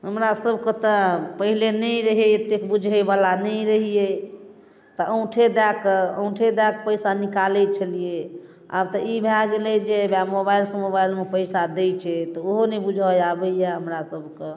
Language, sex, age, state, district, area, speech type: Maithili, female, 45-60, Bihar, Darbhanga, rural, spontaneous